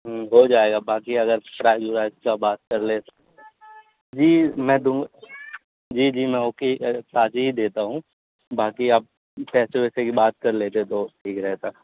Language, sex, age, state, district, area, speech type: Urdu, male, 30-45, Bihar, Supaul, urban, conversation